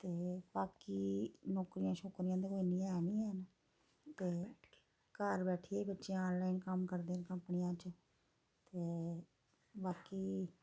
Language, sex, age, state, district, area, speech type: Dogri, female, 30-45, Jammu and Kashmir, Reasi, rural, spontaneous